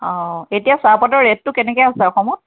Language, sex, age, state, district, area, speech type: Assamese, female, 30-45, Assam, Charaideo, urban, conversation